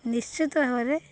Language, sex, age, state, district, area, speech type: Odia, female, 45-60, Odisha, Jagatsinghpur, rural, spontaneous